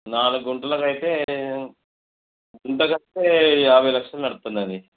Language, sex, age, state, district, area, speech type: Telugu, male, 30-45, Telangana, Mancherial, rural, conversation